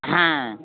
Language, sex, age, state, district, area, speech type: Hindi, female, 60+, Bihar, Muzaffarpur, rural, conversation